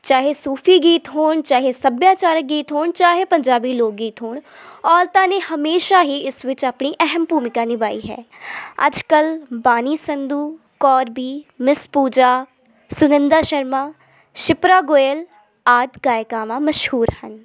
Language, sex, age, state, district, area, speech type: Punjabi, female, 18-30, Punjab, Hoshiarpur, rural, spontaneous